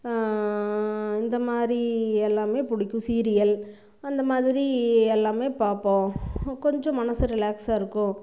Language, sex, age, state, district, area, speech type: Tamil, female, 45-60, Tamil Nadu, Namakkal, rural, spontaneous